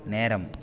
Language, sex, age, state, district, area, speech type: Tamil, male, 18-30, Tamil Nadu, Ariyalur, rural, read